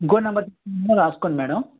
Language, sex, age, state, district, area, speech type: Telugu, male, 18-30, Andhra Pradesh, East Godavari, rural, conversation